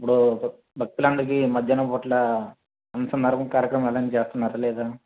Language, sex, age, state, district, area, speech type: Telugu, male, 45-60, Andhra Pradesh, Vizianagaram, rural, conversation